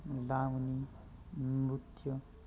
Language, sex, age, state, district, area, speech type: Marathi, male, 30-45, Maharashtra, Hingoli, urban, spontaneous